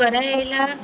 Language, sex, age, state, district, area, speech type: Gujarati, female, 18-30, Gujarat, Valsad, urban, spontaneous